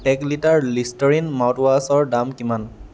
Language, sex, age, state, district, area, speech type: Assamese, male, 18-30, Assam, Dhemaji, rural, read